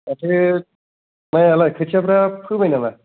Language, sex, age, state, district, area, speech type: Bodo, male, 18-30, Assam, Kokrajhar, urban, conversation